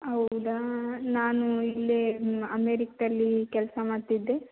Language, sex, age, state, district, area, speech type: Kannada, female, 18-30, Karnataka, Chitradurga, rural, conversation